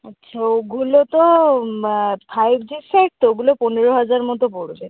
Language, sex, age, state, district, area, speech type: Bengali, female, 18-30, West Bengal, North 24 Parganas, urban, conversation